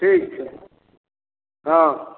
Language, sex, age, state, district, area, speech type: Maithili, male, 45-60, Bihar, Begusarai, rural, conversation